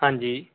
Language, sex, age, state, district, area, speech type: Punjabi, male, 18-30, Punjab, Pathankot, rural, conversation